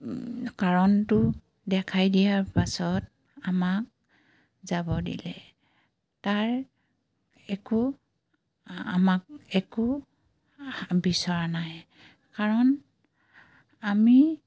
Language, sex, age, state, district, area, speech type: Assamese, female, 45-60, Assam, Dibrugarh, rural, spontaneous